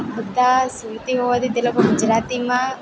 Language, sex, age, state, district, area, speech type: Gujarati, female, 18-30, Gujarat, Valsad, rural, spontaneous